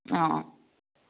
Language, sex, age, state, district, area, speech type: Assamese, female, 30-45, Assam, Biswanath, rural, conversation